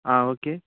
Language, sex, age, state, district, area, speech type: Tamil, male, 18-30, Tamil Nadu, Nagapattinam, rural, conversation